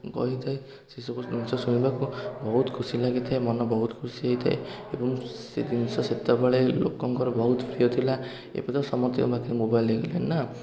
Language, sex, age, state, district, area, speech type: Odia, male, 18-30, Odisha, Puri, urban, spontaneous